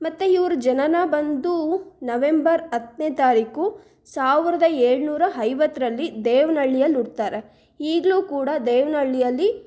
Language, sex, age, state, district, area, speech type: Kannada, female, 18-30, Karnataka, Chikkaballapur, urban, spontaneous